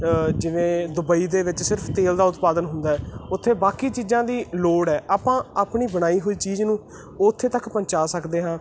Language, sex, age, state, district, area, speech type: Punjabi, male, 18-30, Punjab, Muktsar, urban, spontaneous